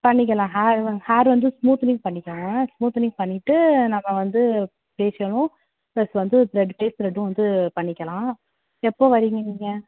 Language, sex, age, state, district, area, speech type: Tamil, female, 30-45, Tamil Nadu, Thanjavur, urban, conversation